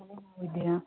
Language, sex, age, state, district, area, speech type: Kannada, female, 30-45, Karnataka, Chitradurga, rural, conversation